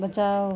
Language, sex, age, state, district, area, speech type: Hindi, female, 45-60, Uttar Pradesh, Mau, rural, read